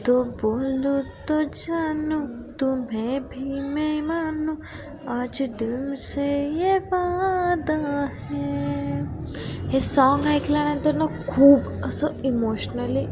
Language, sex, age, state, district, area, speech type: Marathi, female, 18-30, Maharashtra, Satara, rural, spontaneous